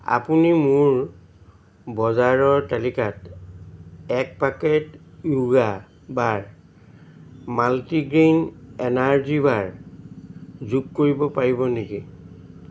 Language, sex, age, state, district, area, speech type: Assamese, male, 60+, Assam, Charaideo, urban, read